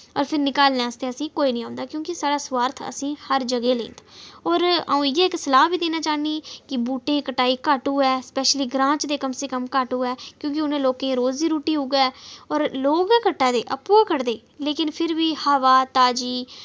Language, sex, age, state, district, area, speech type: Dogri, female, 30-45, Jammu and Kashmir, Udhampur, urban, spontaneous